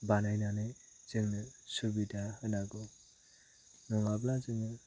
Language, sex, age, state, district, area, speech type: Bodo, male, 30-45, Assam, Chirang, rural, spontaneous